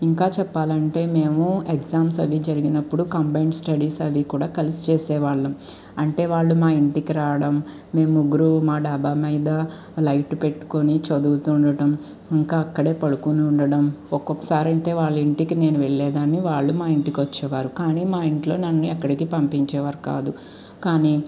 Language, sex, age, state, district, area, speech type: Telugu, female, 30-45, Andhra Pradesh, Guntur, urban, spontaneous